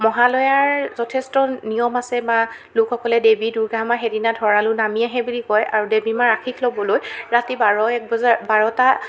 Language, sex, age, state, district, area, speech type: Assamese, female, 18-30, Assam, Jorhat, urban, spontaneous